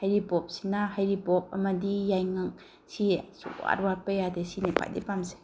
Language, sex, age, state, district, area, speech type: Manipuri, female, 45-60, Manipur, Bishnupur, rural, spontaneous